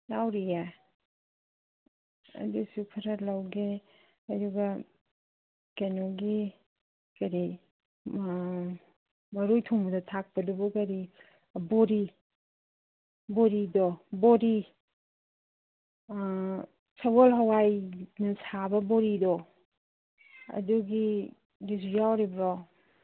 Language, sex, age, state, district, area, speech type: Manipuri, female, 30-45, Manipur, Imphal East, rural, conversation